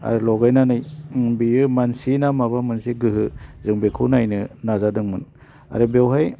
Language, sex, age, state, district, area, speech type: Bodo, male, 45-60, Assam, Baksa, urban, spontaneous